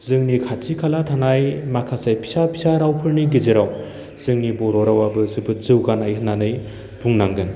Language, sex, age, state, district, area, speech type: Bodo, male, 30-45, Assam, Baksa, urban, spontaneous